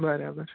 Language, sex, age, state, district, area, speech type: Gujarati, male, 18-30, Gujarat, Rajkot, urban, conversation